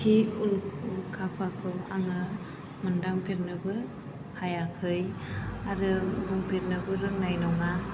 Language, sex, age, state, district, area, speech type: Bodo, female, 18-30, Assam, Chirang, rural, spontaneous